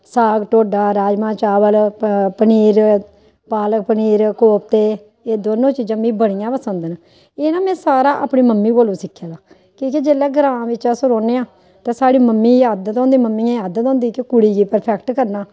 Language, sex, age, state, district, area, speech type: Dogri, female, 45-60, Jammu and Kashmir, Samba, rural, spontaneous